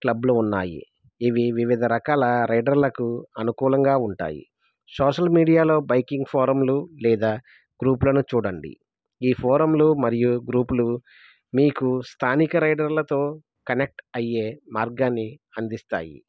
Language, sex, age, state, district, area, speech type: Telugu, male, 30-45, Andhra Pradesh, East Godavari, rural, spontaneous